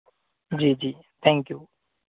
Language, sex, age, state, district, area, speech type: Hindi, male, 18-30, Madhya Pradesh, Seoni, urban, conversation